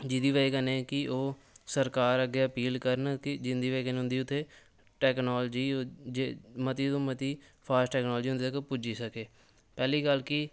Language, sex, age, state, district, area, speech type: Dogri, male, 18-30, Jammu and Kashmir, Samba, urban, spontaneous